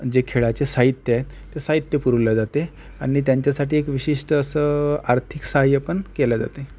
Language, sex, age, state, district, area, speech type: Marathi, male, 30-45, Maharashtra, Akola, rural, spontaneous